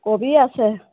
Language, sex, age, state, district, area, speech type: Assamese, female, 45-60, Assam, Dhemaji, rural, conversation